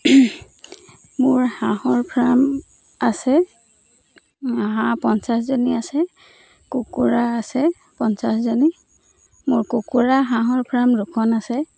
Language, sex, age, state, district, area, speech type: Assamese, female, 30-45, Assam, Charaideo, rural, spontaneous